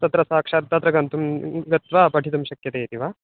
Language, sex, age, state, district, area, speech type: Sanskrit, male, 18-30, Telangana, Medak, urban, conversation